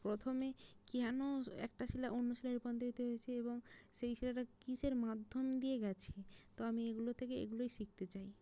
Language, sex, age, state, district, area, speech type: Bengali, female, 18-30, West Bengal, Jalpaiguri, rural, spontaneous